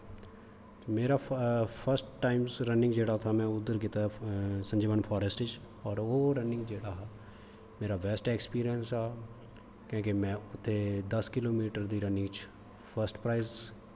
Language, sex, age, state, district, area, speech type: Dogri, male, 30-45, Jammu and Kashmir, Kathua, rural, spontaneous